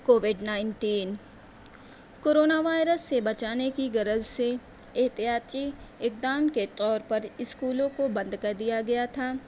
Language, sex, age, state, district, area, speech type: Urdu, female, 18-30, Uttar Pradesh, Mau, urban, spontaneous